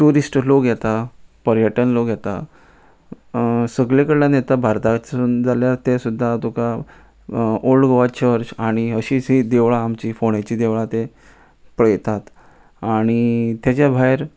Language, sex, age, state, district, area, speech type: Goan Konkani, male, 30-45, Goa, Ponda, rural, spontaneous